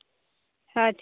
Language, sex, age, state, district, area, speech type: Santali, female, 30-45, Jharkhand, Seraikela Kharsawan, rural, conversation